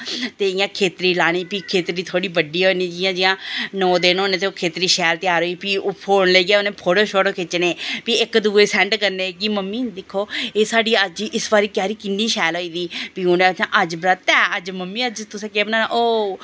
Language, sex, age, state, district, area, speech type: Dogri, female, 45-60, Jammu and Kashmir, Reasi, urban, spontaneous